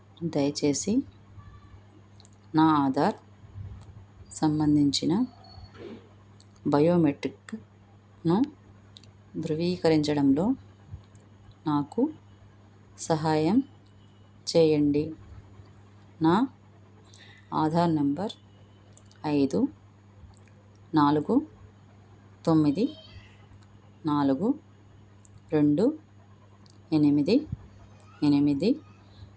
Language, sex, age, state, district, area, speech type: Telugu, female, 45-60, Andhra Pradesh, Krishna, urban, read